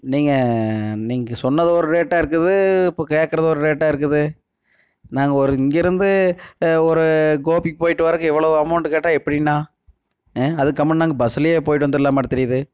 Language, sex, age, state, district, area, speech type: Tamil, male, 30-45, Tamil Nadu, Erode, rural, spontaneous